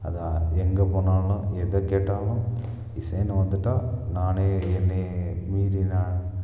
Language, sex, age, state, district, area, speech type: Tamil, male, 18-30, Tamil Nadu, Dharmapuri, rural, spontaneous